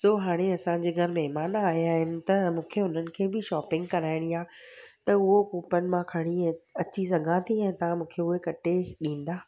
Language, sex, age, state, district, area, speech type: Sindhi, female, 30-45, Gujarat, Surat, urban, spontaneous